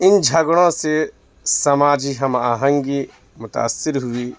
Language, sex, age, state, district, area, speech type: Urdu, male, 30-45, Bihar, Madhubani, rural, spontaneous